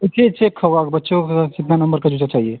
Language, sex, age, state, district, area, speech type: Hindi, male, 18-30, Uttar Pradesh, Azamgarh, rural, conversation